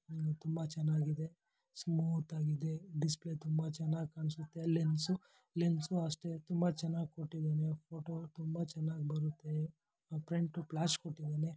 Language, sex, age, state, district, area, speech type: Kannada, male, 45-60, Karnataka, Kolar, rural, spontaneous